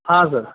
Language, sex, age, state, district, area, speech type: Kannada, male, 45-60, Karnataka, Dharwad, rural, conversation